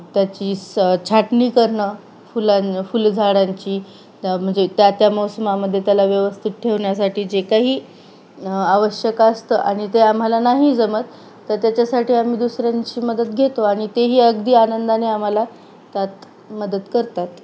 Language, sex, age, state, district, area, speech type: Marathi, female, 30-45, Maharashtra, Nanded, rural, spontaneous